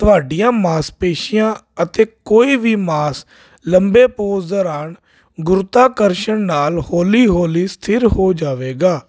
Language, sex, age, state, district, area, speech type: Punjabi, male, 30-45, Punjab, Jalandhar, urban, spontaneous